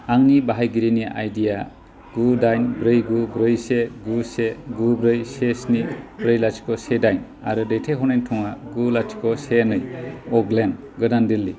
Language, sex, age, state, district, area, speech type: Bodo, male, 30-45, Assam, Kokrajhar, rural, read